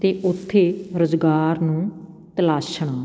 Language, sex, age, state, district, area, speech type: Punjabi, female, 45-60, Punjab, Patiala, rural, spontaneous